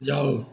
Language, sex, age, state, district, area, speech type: Hindi, male, 60+, Uttar Pradesh, Chandauli, urban, read